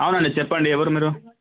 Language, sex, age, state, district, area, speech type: Telugu, male, 18-30, Telangana, Medak, rural, conversation